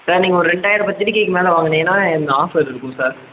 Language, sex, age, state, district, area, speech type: Tamil, male, 18-30, Tamil Nadu, Madurai, urban, conversation